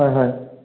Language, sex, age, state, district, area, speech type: Assamese, male, 18-30, Assam, Sivasagar, urban, conversation